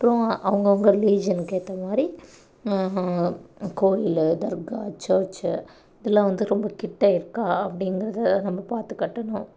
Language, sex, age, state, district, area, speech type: Tamil, female, 18-30, Tamil Nadu, Namakkal, rural, spontaneous